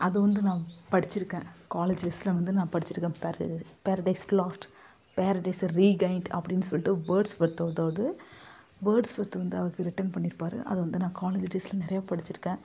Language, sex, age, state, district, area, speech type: Tamil, female, 30-45, Tamil Nadu, Kallakurichi, urban, spontaneous